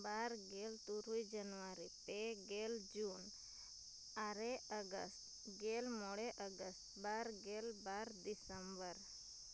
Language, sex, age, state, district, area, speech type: Santali, female, 30-45, Jharkhand, Seraikela Kharsawan, rural, spontaneous